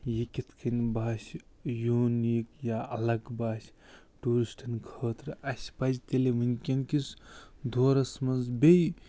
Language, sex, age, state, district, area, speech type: Kashmiri, male, 45-60, Jammu and Kashmir, Budgam, rural, spontaneous